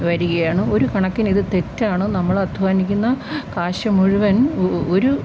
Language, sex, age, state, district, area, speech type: Malayalam, female, 60+, Kerala, Thiruvananthapuram, urban, spontaneous